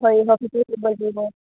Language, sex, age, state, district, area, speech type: Assamese, female, 18-30, Assam, Dibrugarh, rural, conversation